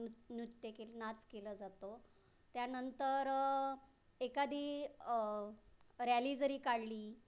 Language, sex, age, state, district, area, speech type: Marathi, female, 30-45, Maharashtra, Raigad, rural, spontaneous